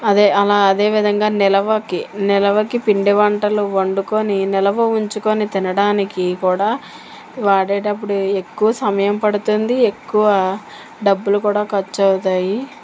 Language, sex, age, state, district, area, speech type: Telugu, female, 45-60, Telangana, Mancherial, rural, spontaneous